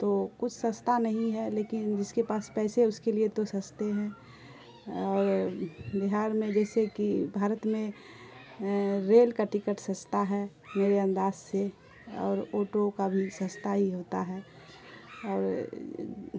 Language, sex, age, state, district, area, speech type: Urdu, female, 30-45, Bihar, Khagaria, rural, spontaneous